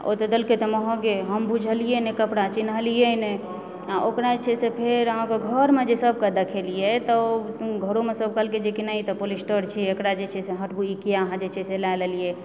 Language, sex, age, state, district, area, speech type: Maithili, female, 30-45, Bihar, Supaul, rural, spontaneous